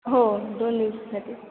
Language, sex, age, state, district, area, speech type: Marathi, female, 18-30, Maharashtra, Kolhapur, rural, conversation